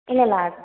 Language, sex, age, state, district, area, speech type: Tamil, female, 18-30, Tamil Nadu, Tiruppur, rural, conversation